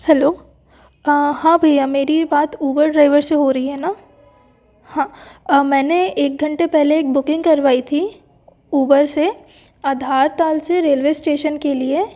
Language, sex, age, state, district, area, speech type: Hindi, female, 18-30, Madhya Pradesh, Jabalpur, urban, spontaneous